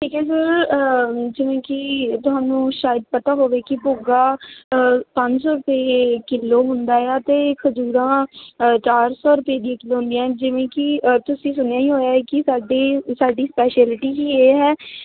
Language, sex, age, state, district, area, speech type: Punjabi, female, 18-30, Punjab, Ludhiana, rural, conversation